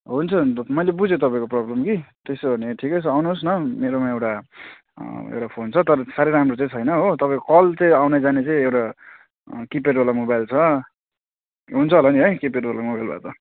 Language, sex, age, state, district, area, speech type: Nepali, male, 30-45, West Bengal, Jalpaiguri, urban, conversation